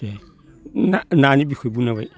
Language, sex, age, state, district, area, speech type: Bodo, male, 60+, Assam, Baksa, urban, spontaneous